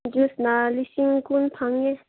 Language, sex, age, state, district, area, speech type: Manipuri, female, 18-30, Manipur, Senapati, rural, conversation